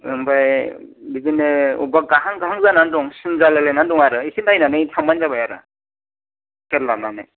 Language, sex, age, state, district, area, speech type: Bodo, male, 45-60, Assam, Kokrajhar, rural, conversation